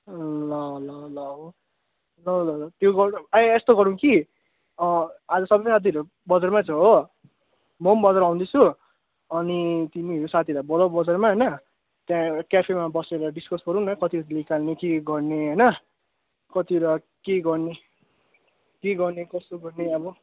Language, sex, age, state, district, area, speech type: Nepali, male, 18-30, West Bengal, Kalimpong, rural, conversation